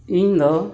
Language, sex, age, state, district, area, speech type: Santali, male, 30-45, West Bengal, Dakshin Dinajpur, rural, spontaneous